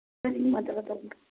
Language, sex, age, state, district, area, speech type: Kannada, female, 60+, Karnataka, Belgaum, urban, conversation